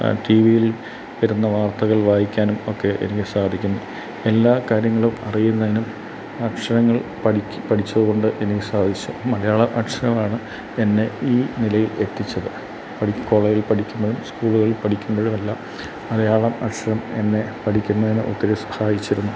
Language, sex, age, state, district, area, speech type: Malayalam, male, 45-60, Kerala, Kottayam, rural, spontaneous